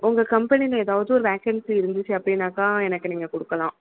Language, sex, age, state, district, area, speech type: Tamil, female, 18-30, Tamil Nadu, Chengalpattu, urban, conversation